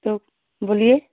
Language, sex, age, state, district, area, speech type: Hindi, female, 30-45, Uttar Pradesh, Chandauli, rural, conversation